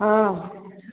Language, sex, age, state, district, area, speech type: Odia, female, 45-60, Odisha, Angul, rural, conversation